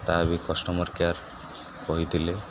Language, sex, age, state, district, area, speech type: Odia, male, 18-30, Odisha, Sundergarh, urban, spontaneous